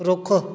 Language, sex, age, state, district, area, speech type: Punjabi, male, 30-45, Punjab, Fatehgarh Sahib, rural, read